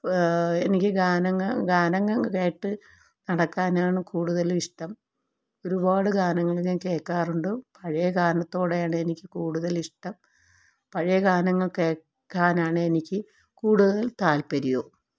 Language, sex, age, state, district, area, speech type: Malayalam, female, 45-60, Kerala, Thiruvananthapuram, rural, spontaneous